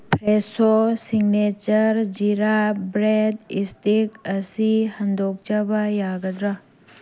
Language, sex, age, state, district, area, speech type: Manipuri, female, 18-30, Manipur, Tengnoupal, urban, read